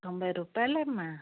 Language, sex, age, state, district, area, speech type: Telugu, female, 60+, Andhra Pradesh, Alluri Sitarama Raju, rural, conversation